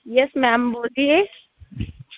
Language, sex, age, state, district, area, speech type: Hindi, female, 60+, Rajasthan, Jodhpur, urban, conversation